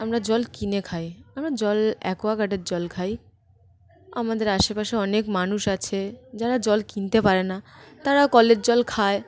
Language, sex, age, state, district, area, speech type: Bengali, female, 18-30, West Bengal, Birbhum, urban, spontaneous